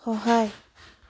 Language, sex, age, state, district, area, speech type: Assamese, female, 30-45, Assam, Sivasagar, rural, read